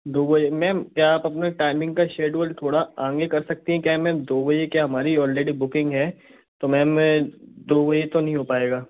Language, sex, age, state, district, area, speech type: Hindi, male, 18-30, Madhya Pradesh, Gwalior, rural, conversation